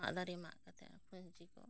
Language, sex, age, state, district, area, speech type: Santali, female, 30-45, West Bengal, Bankura, rural, spontaneous